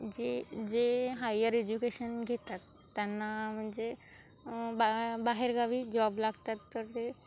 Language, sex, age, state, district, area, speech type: Marathi, female, 18-30, Maharashtra, Wardha, rural, spontaneous